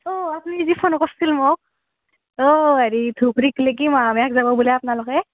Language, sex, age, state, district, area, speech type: Assamese, female, 18-30, Assam, Nalbari, rural, conversation